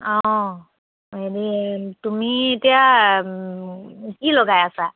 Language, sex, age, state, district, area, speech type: Assamese, female, 60+, Assam, Dibrugarh, rural, conversation